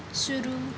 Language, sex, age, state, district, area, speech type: Hindi, female, 30-45, Madhya Pradesh, Seoni, urban, read